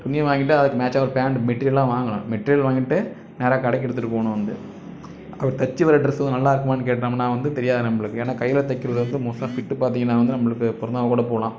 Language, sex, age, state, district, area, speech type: Tamil, male, 30-45, Tamil Nadu, Nagapattinam, rural, spontaneous